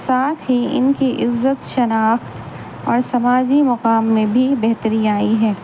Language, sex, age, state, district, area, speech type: Urdu, female, 30-45, Bihar, Gaya, urban, spontaneous